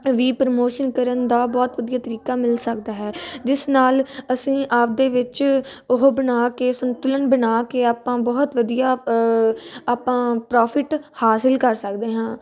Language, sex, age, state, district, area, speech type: Punjabi, female, 18-30, Punjab, Moga, rural, spontaneous